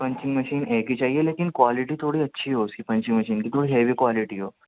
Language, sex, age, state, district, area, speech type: Urdu, female, 30-45, Uttar Pradesh, Gautam Buddha Nagar, rural, conversation